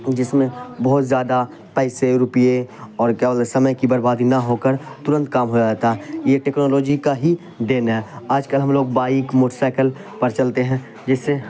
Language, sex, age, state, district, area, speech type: Urdu, male, 18-30, Bihar, Khagaria, rural, spontaneous